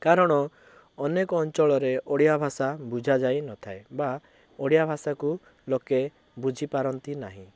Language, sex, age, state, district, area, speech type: Odia, male, 18-30, Odisha, Cuttack, urban, spontaneous